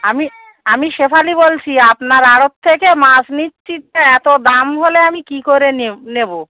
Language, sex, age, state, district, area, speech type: Bengali, female, 30-45, West Bengal, Howrah, urban, conversation